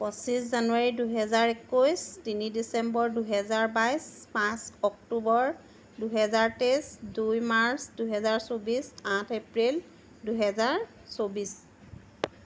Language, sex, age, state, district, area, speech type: Assamese, female, 30-45, Assam, Jorhat, urban, spontaneous